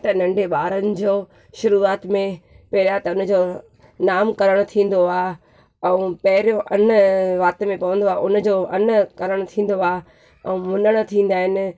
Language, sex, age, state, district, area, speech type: Sindhi, female, 30-45, Gujarat, Junagadh, urban, spontaneous